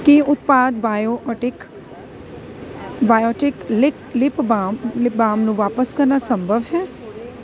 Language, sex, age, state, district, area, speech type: Punjabi, female, 30-45, Punjab, Kapurthala, urban, read